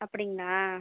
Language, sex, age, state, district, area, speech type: Tamil, female, 30-45, Tamil Nadu, Viluppuram, urban, conversation